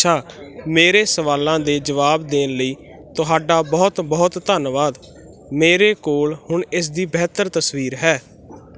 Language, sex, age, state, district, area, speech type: Punjabi, male, 18-30, Punjab, Muktsar, urban, read